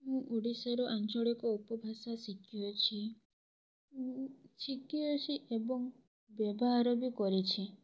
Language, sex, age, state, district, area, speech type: Odia, female, 18-30, Odisha, Kalahandi, rural, spontaneous